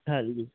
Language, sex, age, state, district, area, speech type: Punjabi, male, 18-30, Punjab, Hoshiarpur, rural, conversation